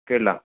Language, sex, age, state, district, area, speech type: Malayalam, male, 30-45, Kerala, Idukki, rural, conversation